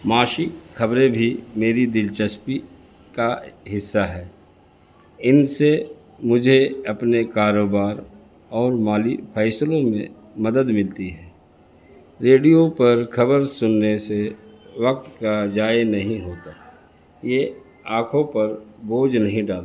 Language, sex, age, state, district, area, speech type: Urdu, male, 60+, Bihar, Gaya, urban, spontaneous